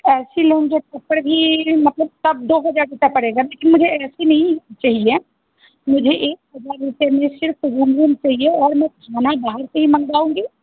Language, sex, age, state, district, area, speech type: Hindi, female, 30-45, Bihar, Muzaffarpur, rural, conversation